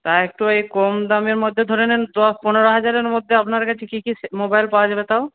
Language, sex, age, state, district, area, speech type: Bengali, male, 45-60, West Bengal, Purba Bardhaman, urban, conversation